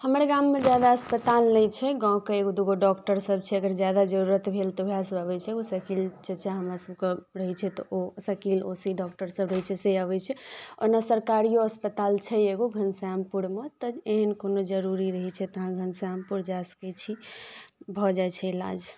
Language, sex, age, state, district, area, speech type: Maithili, female, 18-30, Bihar, Darbhanga, rural, spontaneous